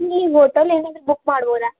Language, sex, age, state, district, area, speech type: Kannada, female, 18-30, Karnataka, Gadag, rural, conversation